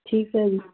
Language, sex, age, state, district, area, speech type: Punjabi, female, 45-60, Punjab, Muktsar, urban, conversation